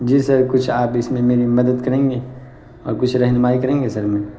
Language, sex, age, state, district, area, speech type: Urdu, male, 30-45, Uttar Pradesh, Muzaffarnagar, urban, spontaneous